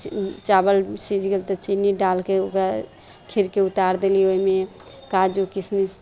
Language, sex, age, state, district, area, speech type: Maithili, female, 30-45, Bihar, Sitamarhi, rural, spontaneous